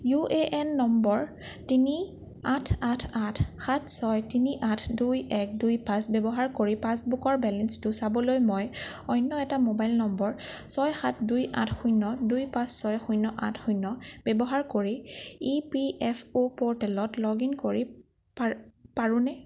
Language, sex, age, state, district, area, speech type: Assamese, female, 18-30, Assam, Nagaon, rural, read